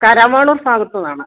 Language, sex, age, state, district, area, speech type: Malayalam, female, 45-60, Kerala, Kollam, rural, conversation